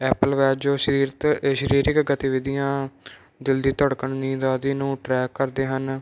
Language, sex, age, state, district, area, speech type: Punjabi, male, 18-30, Punjab, Moga, rural, spontaneous